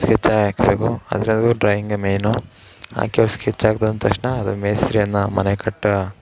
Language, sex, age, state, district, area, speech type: Kannada, male, 18-30, Karnataka, Mysore, urban, spontaneous